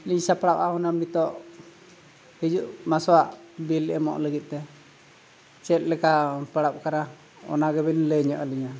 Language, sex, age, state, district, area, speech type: Santali, male, 45-60, Odisha, Mayurbhanj, rural, spontaneous